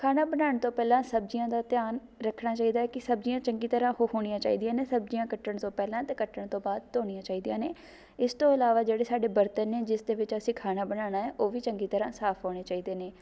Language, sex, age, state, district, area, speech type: Punjabi, female, 18-30, Punjab, Shaheed Bhagat Singh Nagar, rural, spontaneous